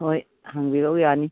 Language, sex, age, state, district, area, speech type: Manipuri, female, 60+, Manipur, Imphal East, rural, conversation